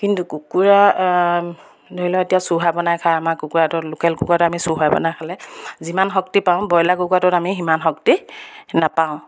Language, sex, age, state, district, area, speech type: Assamese, female, 30-45, Assam, Sivasagar, rural, spontaneous